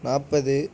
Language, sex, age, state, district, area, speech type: Tamil, male, 18-30, Tamil Nadu, Nagapattinam, rural, spontaneous